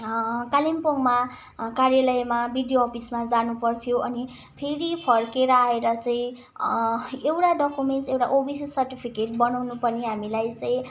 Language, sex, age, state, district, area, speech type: Nepali, female, 18-30, West Bengal, Kalimpong, rural, spontaneous